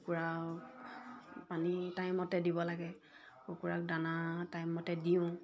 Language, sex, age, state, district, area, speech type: Assamese, female, 18-30, Assam, Sivasagar, rural, spontaneous